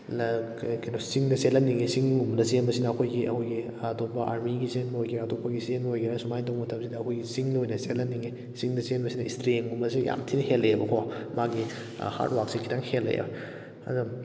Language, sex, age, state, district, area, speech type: Manipuri, male, 18-30, Manipur, Kakching, rural, spontaneous